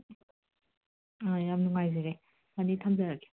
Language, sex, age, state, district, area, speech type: Manipuri, female, 45-60, Manipur, Imphal West, urban, conversation